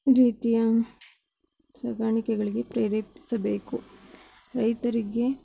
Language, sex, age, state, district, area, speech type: Kannada, female, 30-45, Karnataka, Bangalore Urban, rural, spontaneous